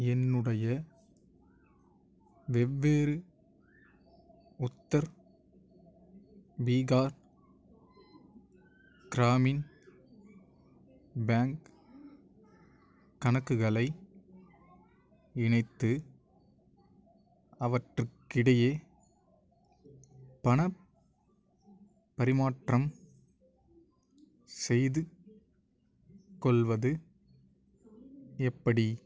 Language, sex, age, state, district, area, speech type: Tamil, male, 18-30, Tamil Nadu, Nagapattinam, rural, read